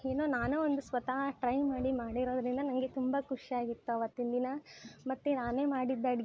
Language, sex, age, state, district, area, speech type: Kannada, female, 18-30, Karnataka, Koppal, urban, spontaneous